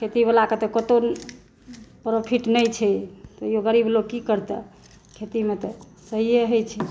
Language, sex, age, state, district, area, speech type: Maithili, female, 60+, Bihar, Saharsa, rural, spontaneous